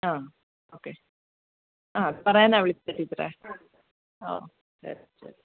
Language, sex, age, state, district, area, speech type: Malayalam, female, 45-60, Kerala, Pathanamthitta, rural, conversation